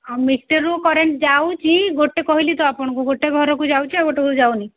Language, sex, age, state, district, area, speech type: Odia, female, 30-45, Odisha, Sundergarh, urban, conversation